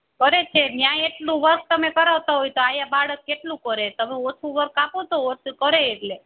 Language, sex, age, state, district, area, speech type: Gujarati, female, 30-45, Gujarat, Junagadh, urban, conversation